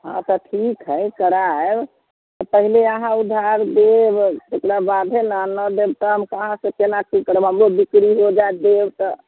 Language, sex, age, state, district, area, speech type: Maithili, female, 60+, Bihar, Muzaffarpur, rural, conversation